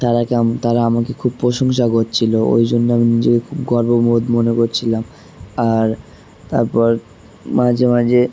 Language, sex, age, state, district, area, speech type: Bengali, male, 18-30, West Bengal, Dakshin Dinajpur, urban, spontaneous